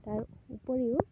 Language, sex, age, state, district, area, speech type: Assamese, female, 18-30, Assam, Sivasagar, rural, spontaneous